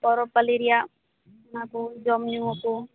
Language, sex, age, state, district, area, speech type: Santali, female, 18-30, West Bengal, Purulia, rural, conversation